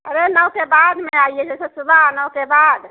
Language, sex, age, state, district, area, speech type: Hindi, female, 45-60, Uttar Pradesh, Ayodhya, rural, conversation